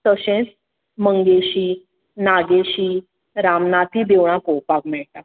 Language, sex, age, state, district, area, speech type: Goan Konkani, female, 45-60, Goa, Tiswadi, rural, conversation